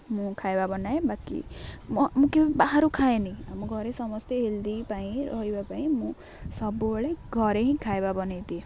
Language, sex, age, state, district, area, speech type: Odia, female, 18-30, Odisha, Jagatsinghpur, rural, spontaneous